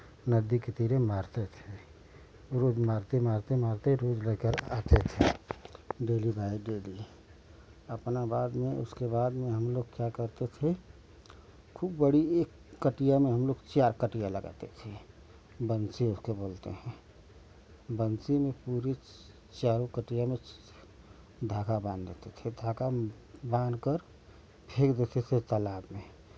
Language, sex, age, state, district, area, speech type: Hindi, male, 45-60, Uttar Pradesh, Ghazipur, rural, spontaneous